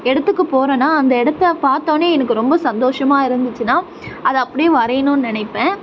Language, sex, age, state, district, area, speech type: Tamil, female, 18-30, Tamil Nadu, Tiruvannamalai, urban, spontaneous